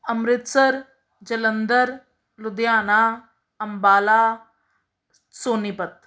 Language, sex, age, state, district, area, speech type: Punjabi, female, 30-45, Punjab, Amritsar, urban, spontaneous